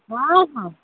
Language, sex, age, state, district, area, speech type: Odia, female, 45-60, Odisha, Malkangiri, urban, conversation